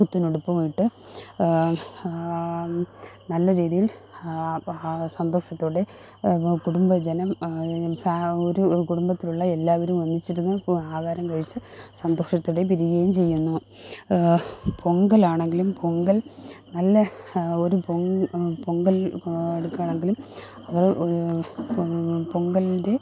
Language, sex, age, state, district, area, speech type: Malayalam, female, 45-60, Kerala, Thiruvananthapuram, rural, spontaneous